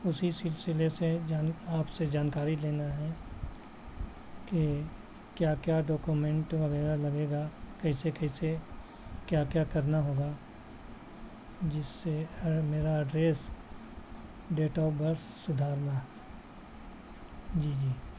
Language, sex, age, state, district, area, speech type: Urdu, male, 60+, Bihar, Gaya, rural, spontaneous